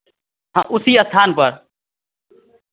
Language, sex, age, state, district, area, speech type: Hindi, male, 18-30, Bihar, Vaishali, rural, conversation